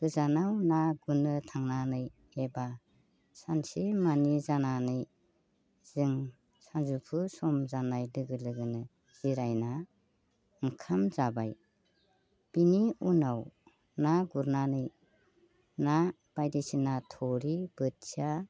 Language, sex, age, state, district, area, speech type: Bodo, female, 45-60, Assam, Baksa, rural, spontaneous